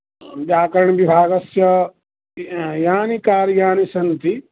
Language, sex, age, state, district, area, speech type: Sanskrit, male, 60+, Bihar, Madhubani, urban, conversation